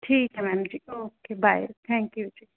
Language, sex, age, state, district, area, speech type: Punjabi, female, 30-45, Punjab, Rupnagar, rural, conversation